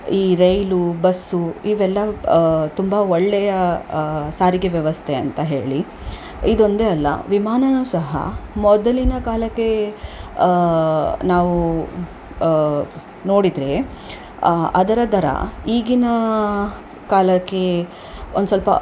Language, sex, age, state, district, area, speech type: Kannada, female, 30-45, Karnataka, Udupi, rural, spontaneous